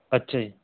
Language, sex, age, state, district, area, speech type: Punjabi, male, 30-45, Punjab, Barnala, rural, conversation